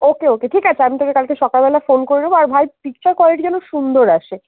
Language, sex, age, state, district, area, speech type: Bengali, female, 30-45, West Bengal, Dakshin Dinajpur, urban, conversation